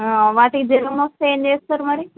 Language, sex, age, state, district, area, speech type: Telugu, female, 30-45, Telangana, Komaram Bheem, urban, conversation